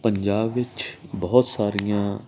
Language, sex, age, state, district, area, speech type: Punjabi, male, 45-60, Punjab, Amritsar, urban, spontaneous